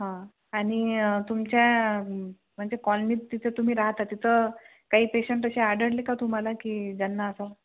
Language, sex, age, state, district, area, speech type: Marathi, female, 30-45, Maharashtra, Akola, urban, conversation